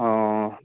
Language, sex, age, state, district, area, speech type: Assamese, male, 30-45, Assam, Nagaon, rural, conversation